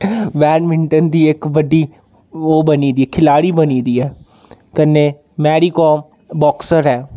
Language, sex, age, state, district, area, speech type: Dogri, female, 18-30, Jammu and Kashmir, Jammu, rural, spontaneous